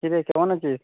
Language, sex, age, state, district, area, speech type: Bengali, male, 30-45, West Bengal, Jhargram, rural, conversation